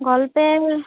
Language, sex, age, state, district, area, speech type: Bengali, female, 30-45, West Bengal, Uttar Dinajpur, urban, conversation